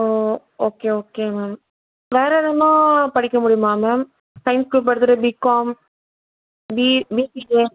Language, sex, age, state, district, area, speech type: Tamil, female, 18-30, Tamil Nadu, Chengalpattu, urban, conversation